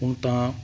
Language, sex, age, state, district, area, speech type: Punjabi, male, 45-60, Punjab, Hoshiarpur, urban, spontaneous